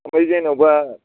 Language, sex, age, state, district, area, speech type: Bodo, male, 60+, Assam, Chirang, rural, conversation